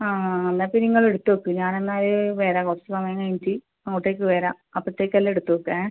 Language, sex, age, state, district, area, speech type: Malayalam, female, 30-45, Kerala, Kannur, rural, conversation